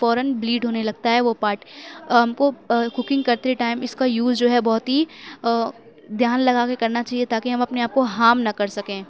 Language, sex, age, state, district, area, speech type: Urdu, female, 18-30, Uttar Pradesh, Mau, urban, spontaneous